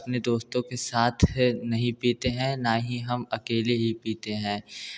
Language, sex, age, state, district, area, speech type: Hindi, male, 18-30, Uttar Pradesh, Bhadohi, rural, spontaneous